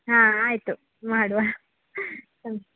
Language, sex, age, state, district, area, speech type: Kannada, female, 30-45, Karnataka, Udupi, rural, conversation